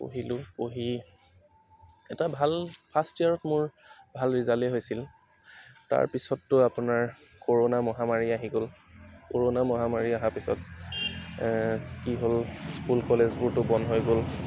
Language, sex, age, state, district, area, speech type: Assamese, male, 18-30, Assam, Tinsukia, rural, spontaneous